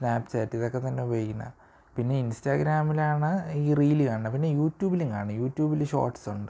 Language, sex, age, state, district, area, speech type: Malayalam, male, 18-30, Kerala, Thiruvananthapuram, urban, spontaneous